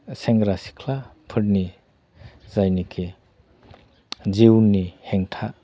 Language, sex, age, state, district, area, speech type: Bodo, male, 45-60, Assam, Udalguri, rural, spontaneous